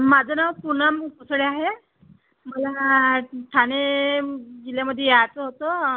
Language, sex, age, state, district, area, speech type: Marathi, female, 30-45, Maharashtra, Thane, urban, conversation